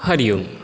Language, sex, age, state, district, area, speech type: Sanskrit, male, 30-45, Karnataka, Dakshina Kannada, rural, spontaneous